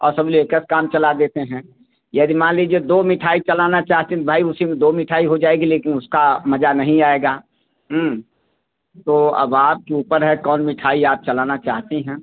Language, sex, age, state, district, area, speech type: Hindi, male, 60+, Uttar Pradesh, Azamgarh, rural, conversation